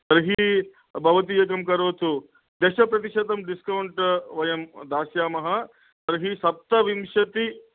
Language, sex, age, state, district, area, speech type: Sanskrit, male, 45-60, Andhra Pradesh, Guntur, urban, conversation